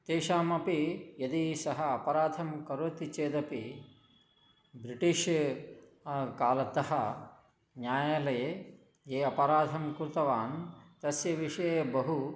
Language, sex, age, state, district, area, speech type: Sanskrit, male, 60+, Telangana, Nalgonda, urban, spontaneous